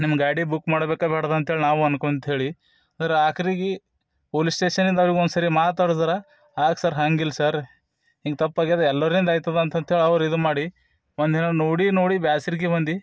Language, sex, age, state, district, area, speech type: Kannada, male, 30-45, Karnataka, Bidar, urban, spontaneous